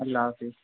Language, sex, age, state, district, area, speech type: Urdu, male, 18-30, Uttar Pradesh, Rampur, urban, conversation